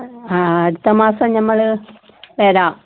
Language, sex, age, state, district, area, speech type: Malayalam, female, 30-45, Kerala, Kannur, urban, conversation